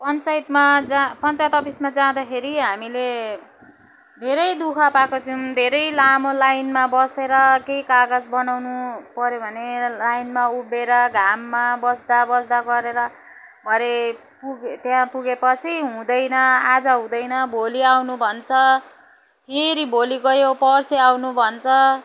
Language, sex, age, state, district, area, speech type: Nepali, female, 45-60, West Bengal, Jalpaiguri, urban, spontaneous